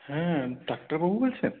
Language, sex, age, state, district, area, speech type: Bengali, male, 18-30, West Bengal, Purulia, urban, conversation